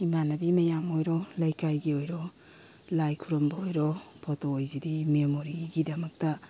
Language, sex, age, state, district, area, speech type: Manipuri, female, 60+, Manipur, Imphal East, rural, spontaneous